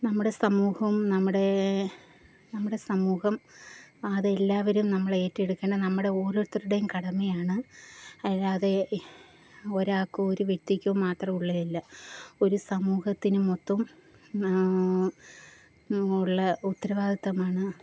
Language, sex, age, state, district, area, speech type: Malayalam, female, 30-45, Kerala, Kollam, rural, spontaneous